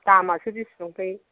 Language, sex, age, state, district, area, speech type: Bodo, female, 60+, Assam, Chirang, rural, conversation